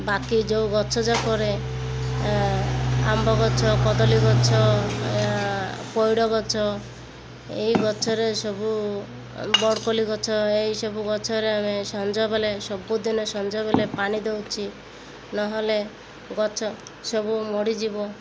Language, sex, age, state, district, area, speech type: Odia, female, 30-45, Odisha, Malkangiri, urban, spontaneous